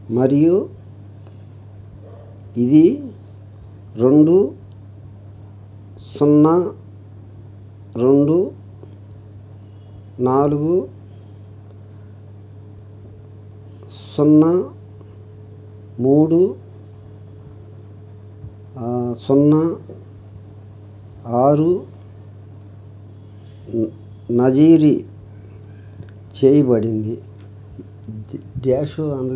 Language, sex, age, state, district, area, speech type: Telugu, male, 60+, Andhra Pradesh, Krishna, urban, read